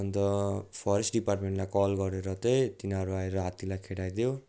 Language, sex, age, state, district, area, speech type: Nepali, male, 45-60, West Bengal, Darjeeling, rural, spontaneous